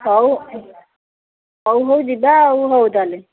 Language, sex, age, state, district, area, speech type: Odia, female, 60+, Odisha, Jajpur, rural, conversation